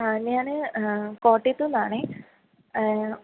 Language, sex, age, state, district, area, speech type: Malayalam, female, 30-45, Kerala, Kottayam, urban, conversation